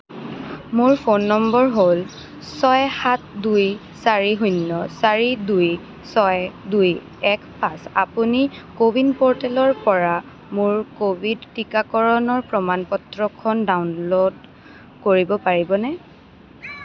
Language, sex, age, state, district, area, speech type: Assamese, female, 18-30, Assam, Kamrup Metropolitan, urban, read